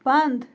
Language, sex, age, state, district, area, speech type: Kashmiri, female, 30-45, Jammu and Kashmir, Pulwama, rural, read